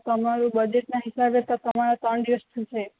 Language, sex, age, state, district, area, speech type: Gujarati, female, 18-30, Gujarat, Valsad, rural, conversation